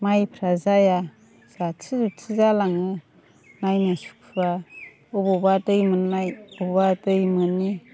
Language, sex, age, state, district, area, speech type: Bodo, female, 45-60, Assam, Chirang, rural, spontaneous